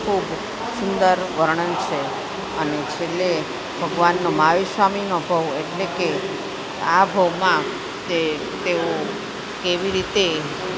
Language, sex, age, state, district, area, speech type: Gujarati, female, 45-60, Gujarat, Junagadh, urban, spontaneous